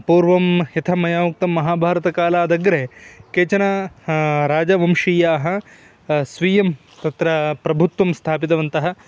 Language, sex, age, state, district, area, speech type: Sanskrit, male, 18-30, Karnataka, Uttara Kannada, rural, spontaneous